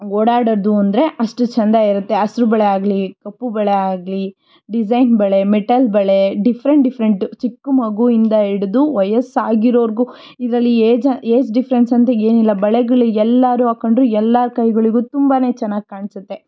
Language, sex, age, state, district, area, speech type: Kannada, female, 18-30, Karnataka, Tumkur, rural, spontaneous